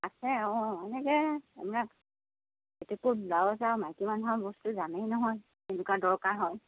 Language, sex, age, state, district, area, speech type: Assamese, female, 60+, Assam, Golaghat, rural, conversation